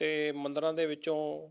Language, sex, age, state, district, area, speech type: Punjabi, male, 30-45, Punjab, Mohali, rural, spontaneous